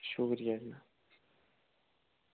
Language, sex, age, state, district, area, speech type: Dogri, male, 18-30, Jammu and Kashmir, Udhampur, rural, conversation